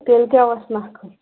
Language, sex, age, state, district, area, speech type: Kashmiri, female, 18-30, Jammu and Kashmir, Anantnag, rural, conversation